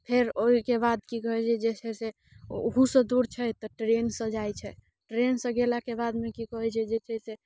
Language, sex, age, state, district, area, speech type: Maithili, female, 18-30, Bihar, Muzaffarpur, urban, spontaneous